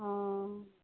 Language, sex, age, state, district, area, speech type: Assamese, female, 60+, Assam, Morigaon, rural, conversation